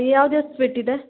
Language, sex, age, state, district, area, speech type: Kannada, female, 18-30, Karnataka, Hassan, urban, conversation